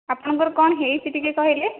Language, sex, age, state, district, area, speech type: Odia, female, 18-30, Odisha, Dhenkanal, rural, conversation